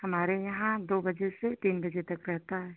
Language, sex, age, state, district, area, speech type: Hindi, female, 45-60, Uttar Pradesh, Sitapur, rural, conversation